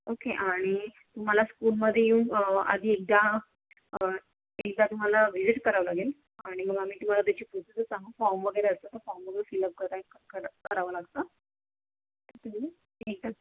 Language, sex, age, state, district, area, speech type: Marathi, other, 30-45, Maharashtra, Akola, urban, conversation